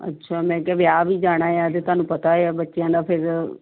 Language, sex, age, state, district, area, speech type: Punjabi, female, 30-45, Punjab, Tarn Taran, urban, conversation